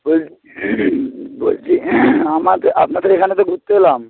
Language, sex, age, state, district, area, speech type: Bengali, male, 18-30, West Bengal, Jalpaiguri, rural, conversation